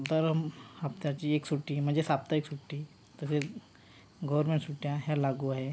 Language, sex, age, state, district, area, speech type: Marathi, male, 30-45, Maharashtra, Yavatmal, rural, spontaneous